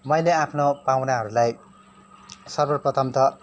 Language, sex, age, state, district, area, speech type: Nepali, male, 30-45, West Bengal, Kalimpong, rural, spontaneous